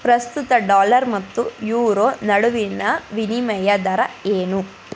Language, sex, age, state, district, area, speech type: Kannada, female, 18-30, Karnataka, Tumkur, rural, read